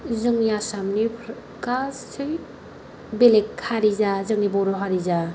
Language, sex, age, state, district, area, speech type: Bodo, female, 30-45, Assam, Kokrajhar, rural, spontaneous